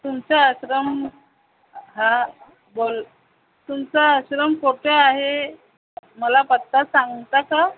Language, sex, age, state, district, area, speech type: Marathi, female, 45-60, Maharashtra, Thane, urban, conversation